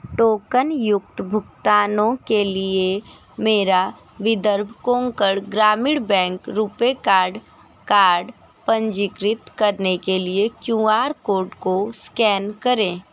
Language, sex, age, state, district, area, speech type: Hindi, other, 30-45, Uttar Pradesh, Sonbhadra, rural, read